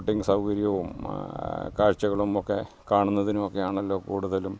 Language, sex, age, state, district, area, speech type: Malayalam, male, 60+, Kerala, Pathanamthitta, rural, spontaneous